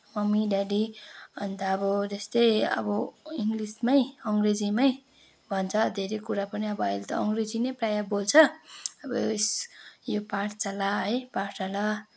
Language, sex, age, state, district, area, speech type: Nepali, female, 18-30, West Bengal, Kalimpong, rural, spontaneous